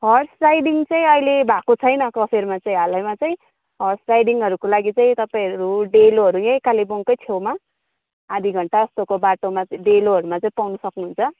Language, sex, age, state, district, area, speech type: Nepali, female, 30-45, West Bengal, Kalimpong, rural, conversation